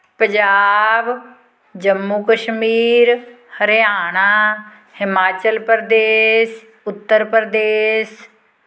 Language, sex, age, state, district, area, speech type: Punjabi, female, 45-60, Punjab, Fatehgarh Sahib, rural, spontaneous